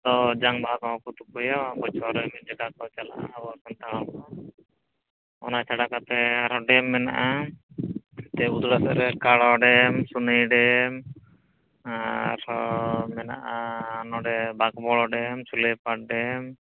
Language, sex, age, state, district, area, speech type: Santali, male, 45-60, Odisha, Mayurbhanj, rural, conversation